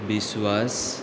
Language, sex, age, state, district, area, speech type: Goan Konkani, male, 18-30, Goa, Murmgao, rural, spontaneous